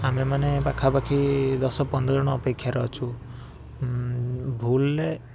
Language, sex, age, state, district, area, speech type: Odia, male, 18-30, Odisha, Puri, urban, spontaneous